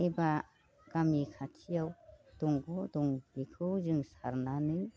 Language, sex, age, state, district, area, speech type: Bodo, female, 45-60, Assam, Baksa, rural, spontaneous